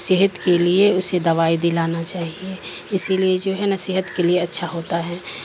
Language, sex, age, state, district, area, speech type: Urdu, female, 45-60, Bihar, Darbhanga, rural, spontaneous